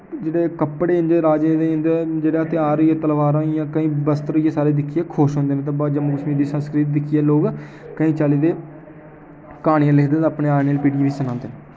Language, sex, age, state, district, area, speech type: Dogri, male, 18-30, Jammu and Kashmir, Jammu, urban, spontaneous